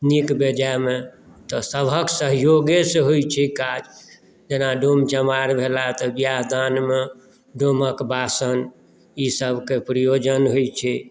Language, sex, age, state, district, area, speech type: Maithili, male, 45-60, Bihar, Madhubani, rural, spontaneous